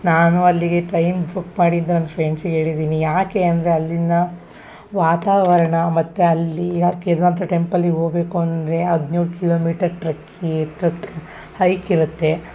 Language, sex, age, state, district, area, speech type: Kannada, female, 30-45, Karnataka, Hassan, urban, spontaneous